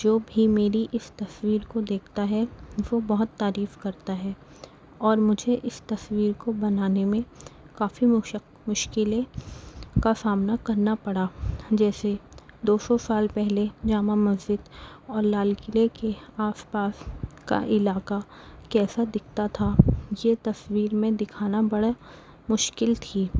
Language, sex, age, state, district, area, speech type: Urdu, female, 18-30, Delhi, Central Delhi, urban, spontaneous